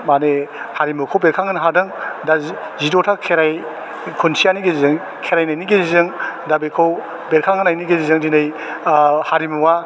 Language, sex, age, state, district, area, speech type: Bodo, male, 45-60, Assam, Chirang, rural, spontaneous